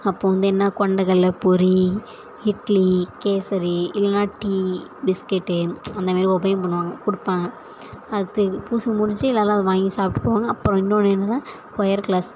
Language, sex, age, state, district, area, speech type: Tamil, female, 18-30, Tamil Nadu, Thanjavur, rural, spontaneous